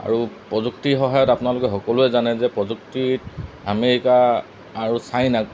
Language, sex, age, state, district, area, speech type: Assamese, male, 30-45, Assam, Golaghat, rural, spontaneous